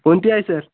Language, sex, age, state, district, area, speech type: Marathi, male, 18-30, Maharashtra, Hingoli, urban, conversation